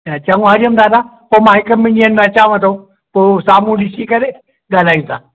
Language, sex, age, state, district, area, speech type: Sindhi, male, 60+, Madhya Pradesh, Indore, urban, conversation